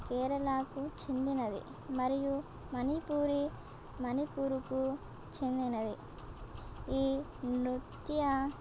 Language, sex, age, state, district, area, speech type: Telugu, female, 18-30, Telangana, Komaram Bheem, urban, spontaneous